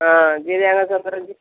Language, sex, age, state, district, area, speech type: Odia, female, 45-60, Odisha, Gajapati, rural, conversation